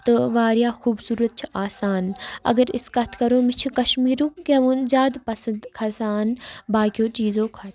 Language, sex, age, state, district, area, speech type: Kashmiri, female, 18-30, Jammu and Kashmir, Baramulla, rural, spontaneous